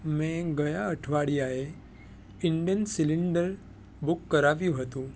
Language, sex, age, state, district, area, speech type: Gujarati, male, 18-30, Gujarat, Surat, urban, read